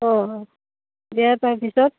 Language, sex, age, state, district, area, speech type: Assamese, female, 30-45, Assam, Udalguri, rural, conversation